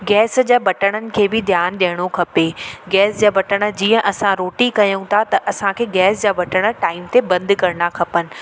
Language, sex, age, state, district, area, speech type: Sindhi, female, 30-45, Madhya Pradesh, Katni, urban, spontaneous